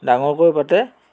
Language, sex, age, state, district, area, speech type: Assamese, male, 60+, Assam, Dhemaji, rural, spontaneous